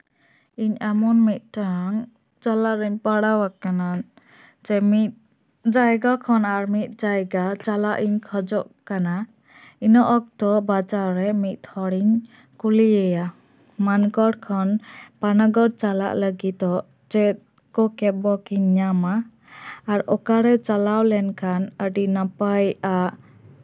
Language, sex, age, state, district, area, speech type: Santali, female, 18-30, West Bengal, Purba Bardhaman, rural, spontaneous